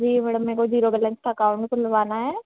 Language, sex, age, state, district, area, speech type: Hindi, female, 18-30, Madhya Pradesh, Harda, urban, conversation